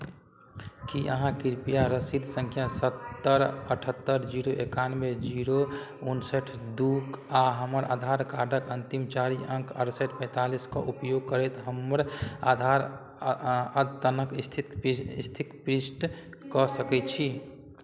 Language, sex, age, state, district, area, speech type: Maithili, male, 30-45, Bihar, Madhubani, rural, read